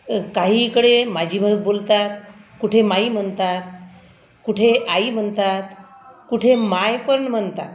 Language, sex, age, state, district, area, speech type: Marathi, female, 60+, Maharashtra, Akola, rural, spontaneous